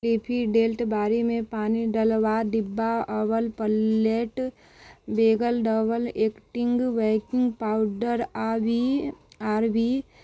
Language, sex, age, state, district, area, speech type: Maithili, female, 30-45, Bihar, Sitamarhi, rural, read